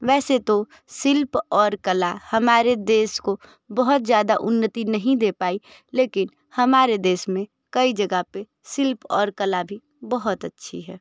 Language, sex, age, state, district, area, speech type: Hindi, other, 30-45, Uttar Pradesh, Sonbhadra, rural, spontaneous